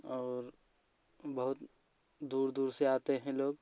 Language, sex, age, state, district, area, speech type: Hindi, male, 18-30, Uttar Pradesh, Jaunpur, rural, spontaneous